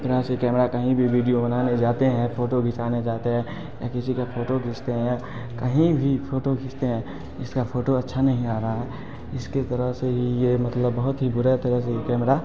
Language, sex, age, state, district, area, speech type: Hindi, male, 30-45, Bihar, Darbhanga, rural, spontaneous